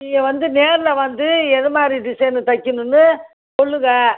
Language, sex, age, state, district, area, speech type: Tamil, female, 60+, Tamil Nadu, Tiruchirappalli, rural, conversation